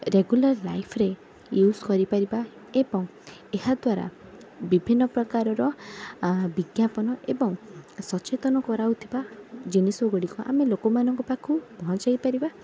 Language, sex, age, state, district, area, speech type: Odia, female, 18-30, Odisha, Cuttack, urban, spontaneous